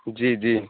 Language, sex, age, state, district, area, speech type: Urdu, male, 18-30, Uttar Pradesh, Lucknow, urban, conversation